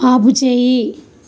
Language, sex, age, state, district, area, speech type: Telugu, female, 30-45, Andhra Pradesh, Nellore, rural, read